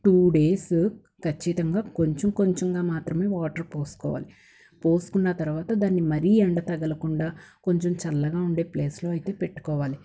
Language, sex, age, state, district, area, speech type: Telugu, female, 30-45, Andhra Pradesh, Palnadu, urban, spontaneous